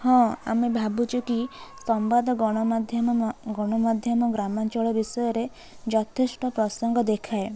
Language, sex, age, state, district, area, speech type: Odia, female, 18-30, Odisha, Kalahandi, rural, spontaneous